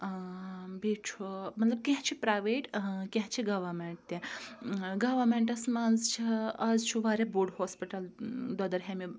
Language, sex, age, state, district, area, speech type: Kashmiri, female, 30-45, Jammu and Kashmir, Ganderbal, rural, spontaneous